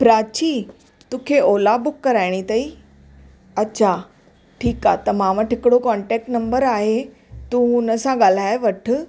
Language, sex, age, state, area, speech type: Sindhi, female, 30-45, Chhattisgarh, urban, spontaneous